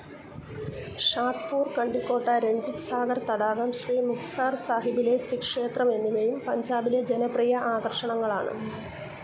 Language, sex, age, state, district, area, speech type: Malayalam, female, 45-60, Kerala, Kollam, rural, read